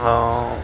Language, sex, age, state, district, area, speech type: Sindhi, male, 45-60, Uttar Pradesh, Lucknow, rural, spontaneous